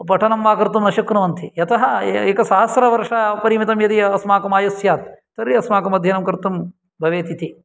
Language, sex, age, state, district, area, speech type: Sanskrit, male, 45-60, Karnataka, Uttara Kannada, rural, spontaneous